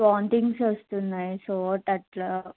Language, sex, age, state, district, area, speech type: Telugu, female, 18-30, Andhra Pradesh, Guntur, urban, conversation